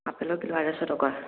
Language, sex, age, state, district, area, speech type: Assamese, male, 18-30, Assam, Morigaon, rural, conversation